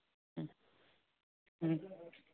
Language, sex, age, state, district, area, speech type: Manipuri, female, 60+, Manipur, Churachandpur, urban, conversation